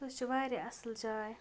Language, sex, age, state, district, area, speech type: Kashmiri, female, 18-30, Jammu and Kashmir, Ganderbal, rural, spontaneous